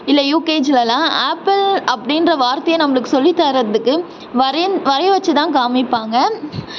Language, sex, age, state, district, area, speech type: Tamil, female, 18-30, Tamil Nadu, Tiruvannamalai, urban, spontaneous